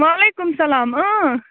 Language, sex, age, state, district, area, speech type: Kashmiri, other, 30-45, Jammu and Kashmir, Budgam, rural, conversation